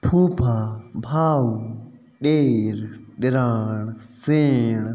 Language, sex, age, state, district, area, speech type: Sindhi, male, 30-45, Uttar Pradesh, Lucknow, urban, spontaneous